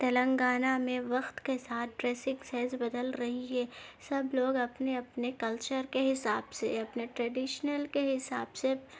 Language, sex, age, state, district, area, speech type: Urdu, female, 18-30, Telangana, Hyderabad, urban, spontaneous